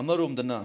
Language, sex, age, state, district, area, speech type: Manipuri, male, 60+, Manipur, Imphal West, urban, spontaneous